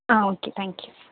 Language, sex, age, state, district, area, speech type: Tamil, female, 18-30, Tamil Nadu, Nilgiris, rural, conversation